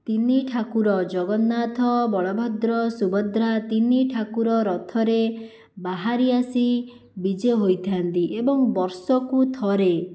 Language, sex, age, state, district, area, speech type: Odia, female, 60+, Odisha, Jajpur, rural, spontaneous